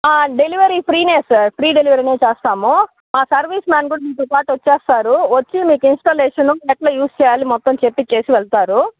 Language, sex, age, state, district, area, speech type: Telugu, female, 18-30, Andhra Pradesh, Chittoor, rural, conversation